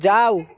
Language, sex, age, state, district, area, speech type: Bengali, male, 18-30, West Bengal, South 24 Parganas, rural, read